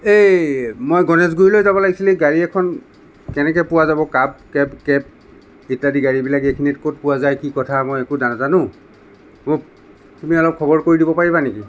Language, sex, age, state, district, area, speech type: Assamese, male, 45-60, Assam, Sonitpur, rural, spontaneous